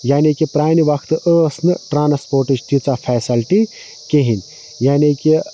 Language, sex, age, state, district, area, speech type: Kashmiri, male, 30-45, Jammu and Kashmir, Budgam, rural, spontaneous